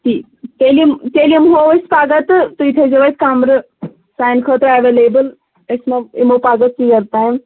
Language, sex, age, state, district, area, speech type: Kashmiri, female, 18-30, Jammu and Kashmir, Anantnag, rural, conversation